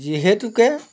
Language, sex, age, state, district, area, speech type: Assamese, male, 45-60, Assam, Jorhat, urban, spontaneous